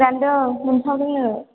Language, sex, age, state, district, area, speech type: Bodo, female, 18-30, Assam, Chirang, rural, conversation